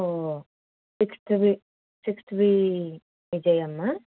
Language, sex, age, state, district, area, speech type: Telugu, female, 18-30, Andhra Pradesh, Eluru, rural, conversation